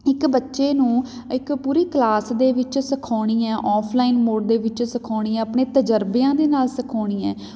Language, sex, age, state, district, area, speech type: Punjabi, female, 30-45, Punjab, Patiala, rural, spontaneous